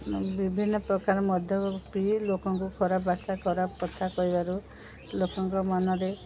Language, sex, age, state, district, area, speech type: Odia, female, 45-60, Odisha, Sundergarh, rural, spontaneous